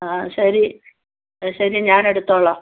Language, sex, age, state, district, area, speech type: Malayalam, female, 60+, Kerala, Alappuzha, rural, conversation